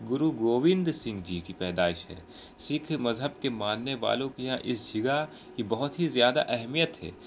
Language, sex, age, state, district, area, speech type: Urdu, male, 18-30, Bihar, Araria, rural, spontaneous